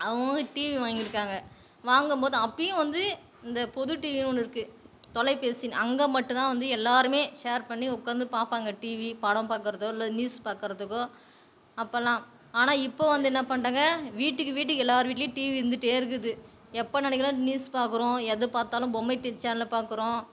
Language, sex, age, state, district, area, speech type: Tamil, female, 30-45, Tamil Nadu, Tiruvannamalai, rural, spontaneous